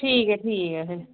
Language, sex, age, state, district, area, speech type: Dogri, female, 18-30, Jammu and Kashmir, Samba, rural, conversation